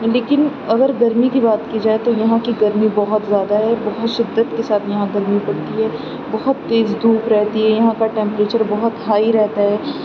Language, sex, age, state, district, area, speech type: Urdu, female, 18-30, Uttar Pradesh, Aligarh, urban, spontaneous